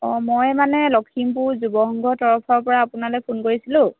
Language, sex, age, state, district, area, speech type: Assamese, female, 18-30, Assam, Lakhimpur, rural, conversation